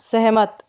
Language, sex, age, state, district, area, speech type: Hindi, female, 30-45, Madhya Pradesh, Gwalior, urban, read